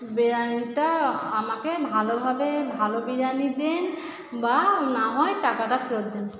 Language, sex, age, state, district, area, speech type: Bengali, female, 30-45, West Bengal, Purba Bardhaman, urban, spontaneous